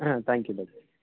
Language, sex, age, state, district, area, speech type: Tamil, male, 18-30, Tamil Nadu, Thanjavur, rural, conversation